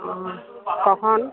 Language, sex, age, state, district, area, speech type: Bengali, female, 30-45, West Bengal, Uttar Dinajpur, urban, conversation